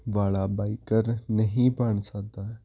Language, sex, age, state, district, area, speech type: Punjabi, male, 18-30, Punjab, Hoshiarpur, urban, spontaneous